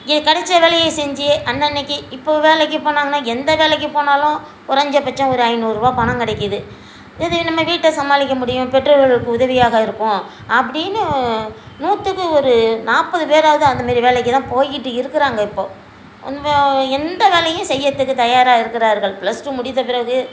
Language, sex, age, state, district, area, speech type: Tamil, female, 60+, Tamil Nadu, Nagapattinam, rural, spontaneous